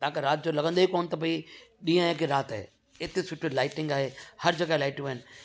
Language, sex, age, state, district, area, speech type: Sindhi, male, 45-60, Delhi, South Delhi, urban, spontaneous